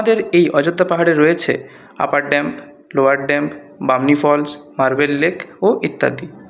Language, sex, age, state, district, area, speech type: Bengali, male, 30-45, West Bengal, Purulia, urban, spontaneous